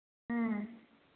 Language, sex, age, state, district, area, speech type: Manipuri, female, 30-45, Manipur, Senapati, rural, conversation